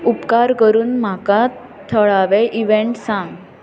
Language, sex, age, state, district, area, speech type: Goan Konkani, female, 18-30, Goa, Tiswadi, rural, read